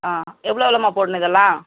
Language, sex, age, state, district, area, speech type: Tamil, female, 45-60, Tamil Nadu, Kallakurichi, urban, conversation